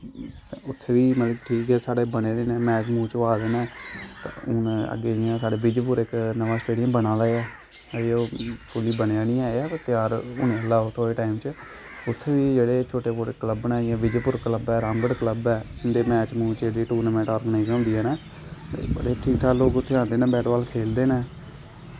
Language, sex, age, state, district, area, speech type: Dogri, male, 18-30, Jammu and Kashmir, Samba, urban, spontaneous